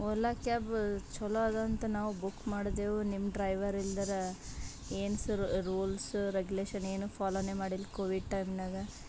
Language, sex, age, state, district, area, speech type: Kannada, female, 30-45, Karnataka, Bidar, urban, spontaneous